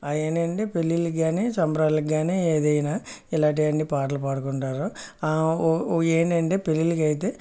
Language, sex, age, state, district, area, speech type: Telugu, male, 45-60, Andhra Pradesh, Kakinada, urban, spontaneous